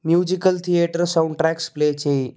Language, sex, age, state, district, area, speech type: Telugu, male, 18-30, Andhra Pradesh, Anantapur, urban, read